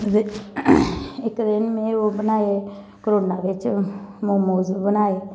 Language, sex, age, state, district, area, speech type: Dogri, female, 30-45, Jammu and Kashmir, Samba, rural, spontaneous